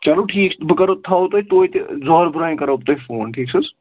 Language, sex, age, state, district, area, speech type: Kashmiri, male, 18-30, Jammu and Kashmir, Baramulla, rural, conversation